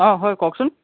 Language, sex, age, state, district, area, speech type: Assamese, male, 18-30, Assam, Charaideo, urban, conversation